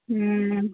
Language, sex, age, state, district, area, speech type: Maithili, female, 18-30, Bihar, Muzaffarpur, rural, conversation